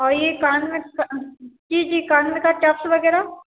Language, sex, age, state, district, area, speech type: Hindi, female, 18-30, Uttar Pradesh, Bhadohi, rural, conversation